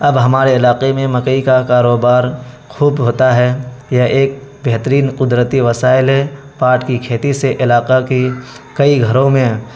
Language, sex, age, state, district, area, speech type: Urdu, male, 18-30, Bihar, Araria, rural, spontaneous